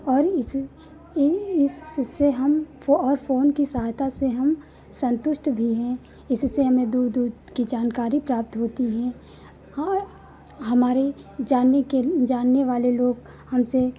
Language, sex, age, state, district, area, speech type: Hindi, female, 30-45, Uttar Pradesh, Lucknow, rural, spontaneous